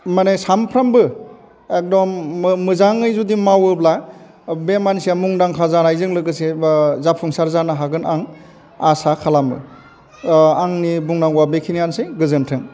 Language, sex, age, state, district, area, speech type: Bodo, male, 45-60, Assam, Chirang, urban, spontaneous